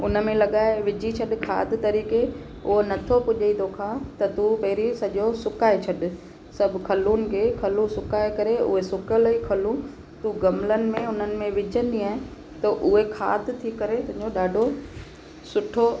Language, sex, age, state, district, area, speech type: Sindhi, female, 45-60, Gujarat, Kutch, urban, spontaneous